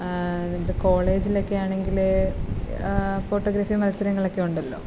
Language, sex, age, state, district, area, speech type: Malayalam, female, 18-30, Kerala, Kottayam, rural, spontaneous